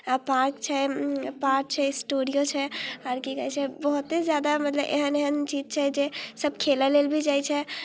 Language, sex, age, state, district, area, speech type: Maithili, female, 18-30, Bihar, Muzaffarpur, rural, spontaneous